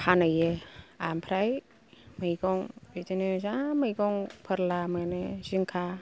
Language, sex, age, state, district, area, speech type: Bodo, female, 60+, Assam, Kokrajhar, rural, spontaneous